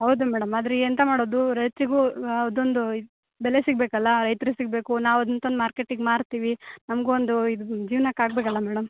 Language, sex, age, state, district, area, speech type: Kannada, female, 18-30, Karnataka, Uttara Kannada, rural, conversation